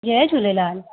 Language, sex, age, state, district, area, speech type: Sindhi, female, 30-45, Uttar Pradesh, Lucknow, urban, conversation